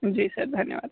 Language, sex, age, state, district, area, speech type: Hindi, male, 18-30, Uttar Pradesh, Sonbhadra, rural, conversation